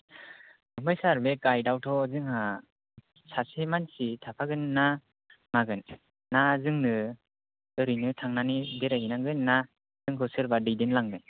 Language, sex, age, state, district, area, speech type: Bodo, male, 18-30, Assam, Kokrajhar, rural, conversation